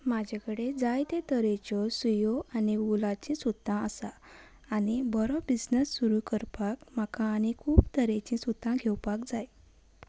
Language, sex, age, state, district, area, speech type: Goan Konkani, female, 18-30, Goa, Salcete, urban, spontaneous